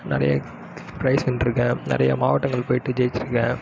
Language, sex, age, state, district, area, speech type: Tamil, male, 18-30, Tamil Nadu, Kallakurichi, rural, spontaneous